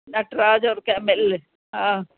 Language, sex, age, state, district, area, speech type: Sindhi, female, 60+, Uttar Pradesh, Lucknow, rural, conversation